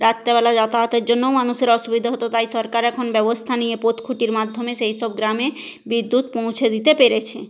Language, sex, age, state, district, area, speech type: Bengali, female, 30-45, West Bengal, Nadia, rural, spontaneous